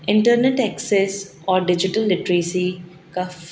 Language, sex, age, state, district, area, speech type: Urdu, female, 30-45, Delhi, South Delhi, urban, spontaneous